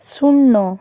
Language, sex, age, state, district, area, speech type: Bengali, female, 45-60, West Bengal, Nadia, rural, read